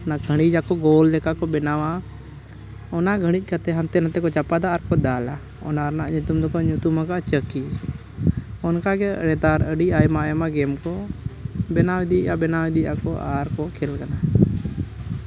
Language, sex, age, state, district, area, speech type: Santali, male, 30-45, Jharkhand, East Singhbhum, rural, spontaneous